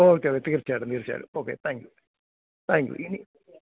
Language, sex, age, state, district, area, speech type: Malayalam, male, 60+, Kerala, Kottayam, urban, conversation